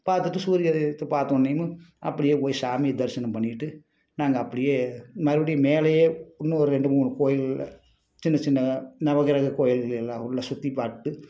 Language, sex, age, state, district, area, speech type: Tamil, male, 45-60, Tamil Nadu, Tiruppur, rural, spontaneous